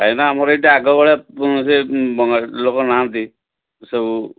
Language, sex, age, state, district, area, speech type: Odia, male, 60+, Odisha, Sundergarh, urban, conversation